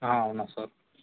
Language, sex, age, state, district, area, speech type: Telugu, male, 18-30, Telangana, Bhadradri Kothagudem, urban, conversation